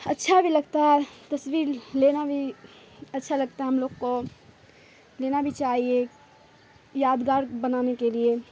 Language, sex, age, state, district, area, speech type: Urdu, female, 18-30, Bihar, Khagaria, rural, spontaneous